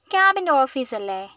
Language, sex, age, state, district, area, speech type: Malayalam, female, 45-60, Kerala, Wayanad, rural, spontaneous